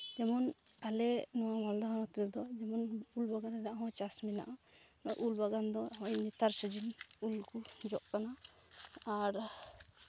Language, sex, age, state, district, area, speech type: Santali, female, 18-30, West Bengal, Malda, rural, spontaneous